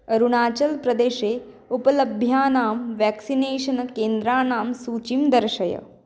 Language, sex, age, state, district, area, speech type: Sanskrit, female, 18-30, Maharashtra, Wardha, urban, read